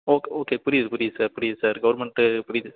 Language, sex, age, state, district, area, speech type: Tamil, male, 18-30, Tamil Nadu, Tiruppur, rural, conversation